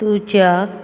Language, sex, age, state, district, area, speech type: Goan Konkani, female, 18-30, Goa, Quepem, rural, read